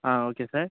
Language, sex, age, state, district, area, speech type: Tamil, male, 18-30, Tamil Nadu, Nagapattinam, rural, conversation